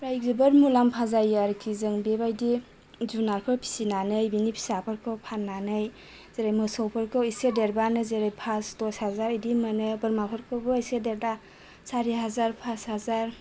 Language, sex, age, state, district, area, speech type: Bodo, female, 30-45, Assam, Chirang, rural, spontaneous